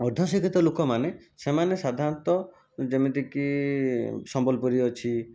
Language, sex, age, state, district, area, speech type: Odia, male, 45-60, Odisha, Jajpur, rural, spontaneous